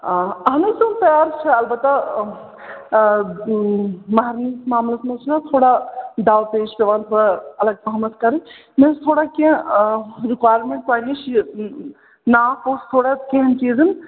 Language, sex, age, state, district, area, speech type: Kashmiri, female, 30-45, Jammu and Kashmir, Srinagar, urban, conversation